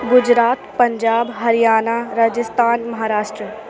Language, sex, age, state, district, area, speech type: Urdu, female, 45-60, Delhi, Central Delhi, urban, spontaneous